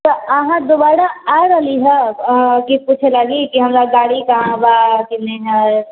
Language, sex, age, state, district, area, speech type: Maithili, female, 18-30, Bihar, Sitamarhi, rural, conversation